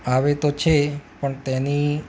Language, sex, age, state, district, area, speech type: Gujarati, male, 30-45, Gujarat, Ahmedabad, urban, spontaneous